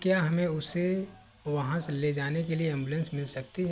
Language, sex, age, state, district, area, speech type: Hindi, male, 18-30, Uttar Pradesh, Azamgarh, rural, read